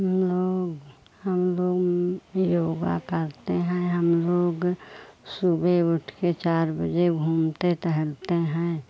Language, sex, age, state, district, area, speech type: Hindi, female, 45-60, Uttar Pradesh, Pratapgarh, rural, spontaneous